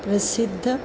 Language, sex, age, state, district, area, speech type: Sanskrit, female, 45-60, Tamil Nadu, Chennai, urban, spontaneous